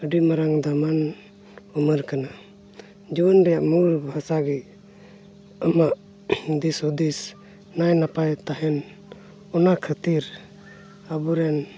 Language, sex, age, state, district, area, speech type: Santali, male, 30-45, Jharkhand, Pakur, rural, spontaneous